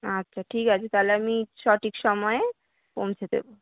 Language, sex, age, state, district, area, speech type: Bengali, female, 18-30, West Bengal, Howrah, urban, conversation